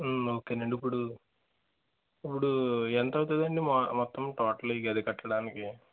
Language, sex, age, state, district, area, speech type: Telugu, male, 18-30, Andhra Pradesh, Eluru, rural, conversation